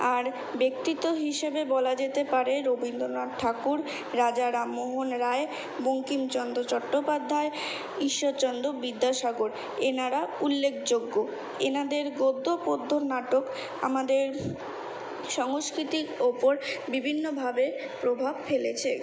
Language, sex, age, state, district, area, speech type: Bengali, female, 18-30, West Bengal, Kolkata, urban, spontaneous